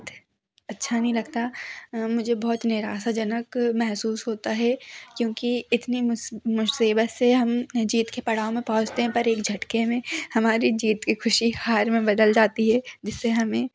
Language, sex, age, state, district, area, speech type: Hindi, female, 18-30, Madhya Pradesh, Seoni, urban, spontaneous